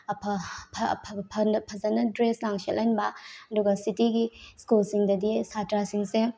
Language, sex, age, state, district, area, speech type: Manipuri, female, 18-30, Manipur, Bishnupur, rural, spontaneous